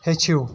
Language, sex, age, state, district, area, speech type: Kashmiri, male, 18-30, Jammu and Kashmir, Kulgam, urban, read